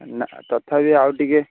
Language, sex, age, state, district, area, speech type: Odia, male, 18-30, Odisha, Jagatsinghpur, rural, conversation